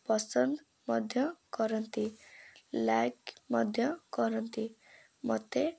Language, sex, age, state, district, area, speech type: Odia, female, 18-30, Odisha, Kendrapara, urban, spontaneous